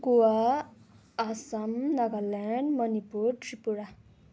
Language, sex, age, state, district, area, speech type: Nepali, female, 18-30, West Bengal, Darjeeling, rural, spontaneous